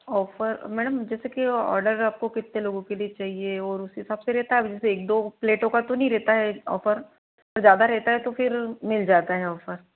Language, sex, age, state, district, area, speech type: Hindi, female, 45-60, Madhya Pradesh, Ujjain, rural, conversation